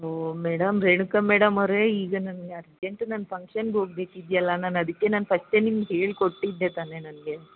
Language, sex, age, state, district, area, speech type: Kannada, female, 30-45, Karnataka, Bangalore Urban, urban, conversation